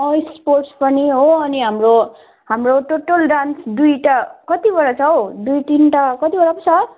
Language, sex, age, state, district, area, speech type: Nepali, female, 18-30, West Bengal, Jalpaiguri, urban, conversation